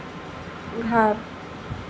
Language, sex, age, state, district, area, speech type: Hindi, female, 18-30, Madhya Pradesh, Narsinghpur, urban, read